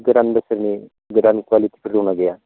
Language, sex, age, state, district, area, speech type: Bodo, male, 45-60, Assam, Baksa, rural, conversation